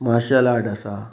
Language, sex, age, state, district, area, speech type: Goan Konkani, male, 45-60, Goa, Pernem, rural, spontaneous